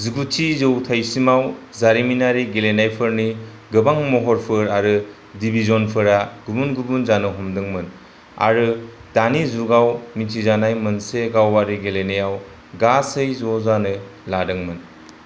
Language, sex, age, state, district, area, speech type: Bodo, male, 30-45, Assam, Kokrajhar, rural, read